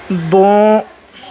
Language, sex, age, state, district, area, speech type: Urdu, male, 30-45, Uttar Pradesh, Gautam Buddha Nagar, rural, read